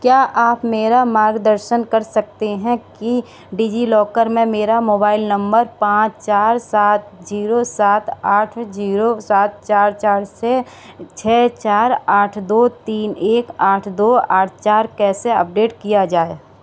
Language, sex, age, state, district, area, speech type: Hindi, female, 45-60, Uttar Pradesh, Sitapur, rural, read